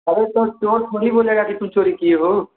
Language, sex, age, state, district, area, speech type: Hindi, male, 18-30, Uttar Pradesh, Mirzapur, rural, conversation